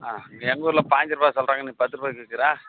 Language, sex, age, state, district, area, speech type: Tamil, male, 45-60, Tamil Nadu, Tiruvannamalai, rural, conversation